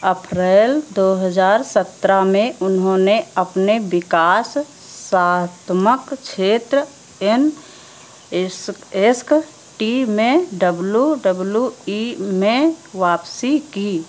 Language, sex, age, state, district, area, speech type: Hindi, female, 60+, Uttar Pradesh, Sitapur, rural, read